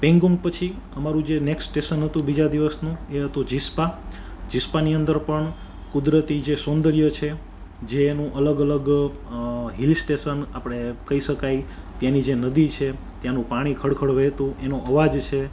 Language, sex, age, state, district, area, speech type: Gujarati, male, 30-45, Gujarat, Rajkot, urban, spontaneous